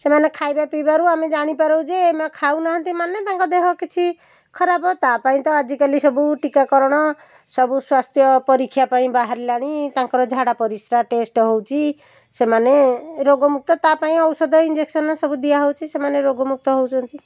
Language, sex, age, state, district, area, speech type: Odia, female, 45-60, Odisha, Puri, urban, spontaneous